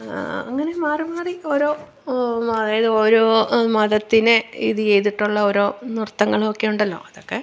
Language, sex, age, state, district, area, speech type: Malayalam, female, 45-60, Kerala, Pathanamthitta, urban, spontaneous